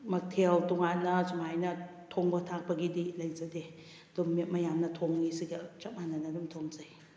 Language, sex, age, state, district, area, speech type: Manipuri, female, 30-45, Manipur, Kakching, rural, spontaneous